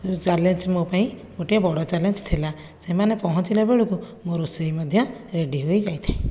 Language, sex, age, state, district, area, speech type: Odia, female, 30-45, Odisha, Khordha, rural, spontaneous